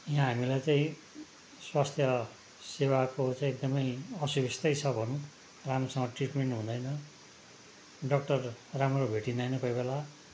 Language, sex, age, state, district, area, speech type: Nepali, male, 60+, West Bengal, Darjeeling, rural, spontaneous